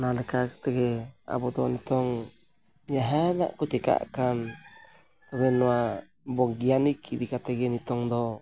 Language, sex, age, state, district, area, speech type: Santali, male, 45-60, Odisha, Mayurbhanj, rural, spontaneous